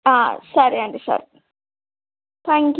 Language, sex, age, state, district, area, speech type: Telugu, female, 18-30, Telangana, Nizamabad, rural, conversation